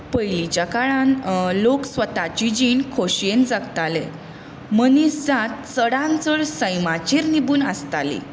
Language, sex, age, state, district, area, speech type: Goan Konkani, female, 18-30, Goa, Tiswadi, rural, spontaneous